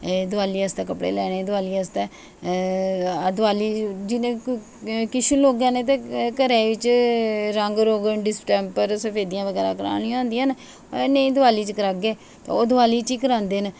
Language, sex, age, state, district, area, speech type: Dogri, female, 45-60, Jammu and Kashmir, Jammu, urban, spontaneous